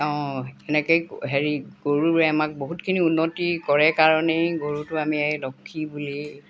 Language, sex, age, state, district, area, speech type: Assamese, female, 60+, Assam, Golaghat, rural, spontaneous